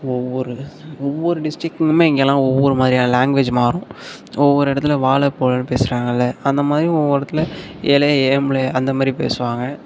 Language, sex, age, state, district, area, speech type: Tamil, male, 18-30, Tamil Nadu, Tiruvarur, rural, spontaneous